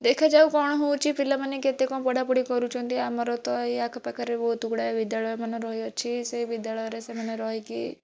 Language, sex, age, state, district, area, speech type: Odia, female, 18-30, Odisha, Bhadrak, rural, spontaneous